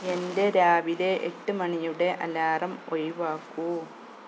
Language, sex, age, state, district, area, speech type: Malayalam, female, 30-45, Kerala, Malappuram, rural, read